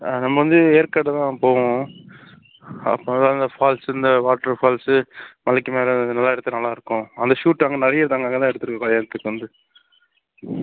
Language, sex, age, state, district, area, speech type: Tamil, male, 45-60, Tamil Nadu, Sivaganga, urban, conversation